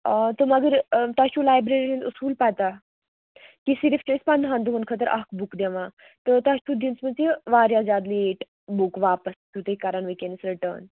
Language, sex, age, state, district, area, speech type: Kashmiri, female, 18-30, Jammu and Kashmir, Baramulla, rural, conversation